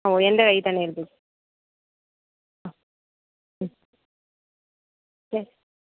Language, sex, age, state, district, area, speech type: Malayalam, female, 18-30, Kerala, Thiruvananthapuram, rural, conversation